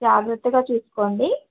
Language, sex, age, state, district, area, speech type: Telugu, female, 30-45, Telangana, Khammam, urban, conversation